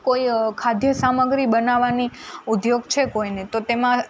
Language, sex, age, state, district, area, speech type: Gujarati, female, 18-30, Gujarat, Rajkot, rural, spontaneous